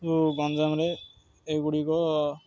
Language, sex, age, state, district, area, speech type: Odia, male, 18-30, Odisha, Ganjam, urban, spontaneous